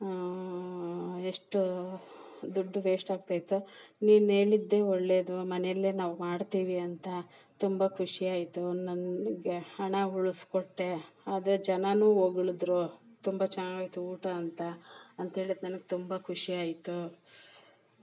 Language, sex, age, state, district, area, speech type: Kannada, female, 45-60, Karnataka, Kolar, rural, spontaneous